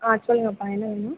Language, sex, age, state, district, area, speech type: Tamil, female, 30-45, Tamil Nadu, Pudukkottai, rural, conversation